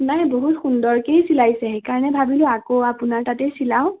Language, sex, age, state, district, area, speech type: Assamese, female, 18-30, Assam, Nagaon, rural, conversation